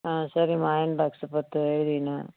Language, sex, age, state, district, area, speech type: Tamil, female, 60+, Tamil Nadu, Viluppuram, rural, conversation